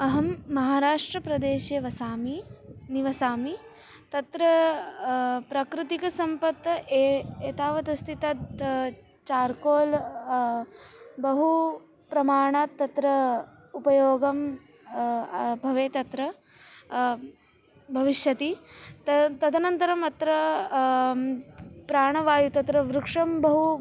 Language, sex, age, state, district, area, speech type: Sanskrit, female, 18-30, Maharashtra, Nagpur, urban, spontaneous